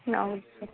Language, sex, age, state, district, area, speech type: Kannada, female, 18-30, Karnataka, Uttara Kannada, rural, conversation